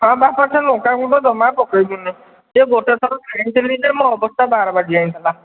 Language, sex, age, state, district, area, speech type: Odia, male, 30-45, Odisha, Puri, urban, conversation